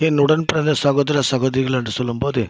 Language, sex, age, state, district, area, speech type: Tamil, male, 45-60, Tamil Nadu, Viluppuram, rural, spontaneous